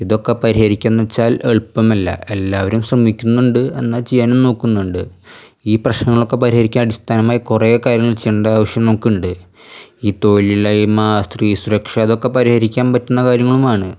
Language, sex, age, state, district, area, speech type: Malayalam, male, 18-30, Kerala, Thrissur, rural, spontaneous